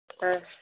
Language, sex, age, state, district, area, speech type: Tamil, female, 30-45, Tamil Nadu, Tirupattur, rural, conversation